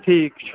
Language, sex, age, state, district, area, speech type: Kashmiri, male, 30-45, Jammu and Kashmir, Kupwara, rural, conversation